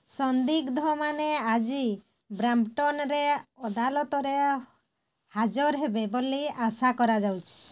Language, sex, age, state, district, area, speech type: Odia, female, 45-60, Odisha, Mayurbhanj, rural, read